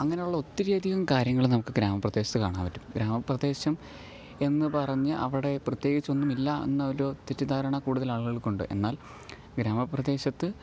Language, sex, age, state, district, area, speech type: Malayalam, male, 18-30, Kerala, Pathanamthitta, rural, spontaneous